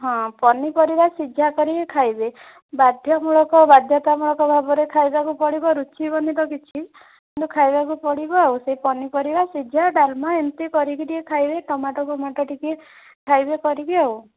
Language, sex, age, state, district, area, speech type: Odia, female, 18-30, Odisha, Bhadrak, rural, conversation